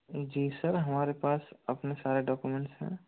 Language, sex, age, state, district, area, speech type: Hindi, male, 18-30, Rajasthan, Jodhpur, rural, conversation